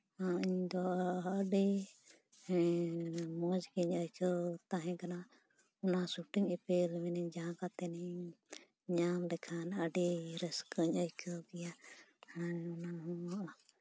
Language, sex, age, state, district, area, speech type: Santali, female, 30-45, Jharkhand, East Singhbhum, rural, spontaneous